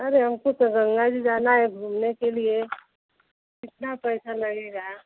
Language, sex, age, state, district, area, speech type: Hindi, female, 60+, Uttar Pradesh, Mau, rural, conversation